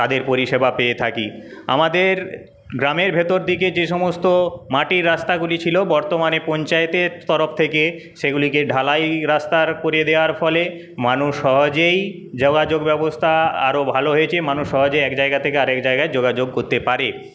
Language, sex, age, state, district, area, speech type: Bengali, male, 30-45, West Bengal, Paschim Medinipur, rural, spontaneous